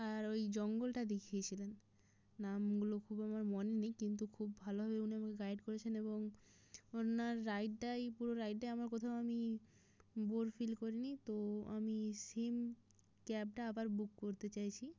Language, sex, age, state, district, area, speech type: Bengali, female, 18-30, West Bengal, Jalpaiguri, rural, spontaneous